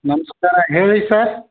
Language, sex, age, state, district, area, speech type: Kannada, male, 60+, Karnataka, Bidar, urban, conversation